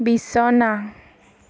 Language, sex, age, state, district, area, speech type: Assamese, female, 18-30, Assam, Darrang, rural, read